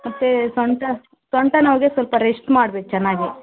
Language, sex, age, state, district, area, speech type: Kannada, female, 30-45, Karnataka, Tumkur, rural, conversation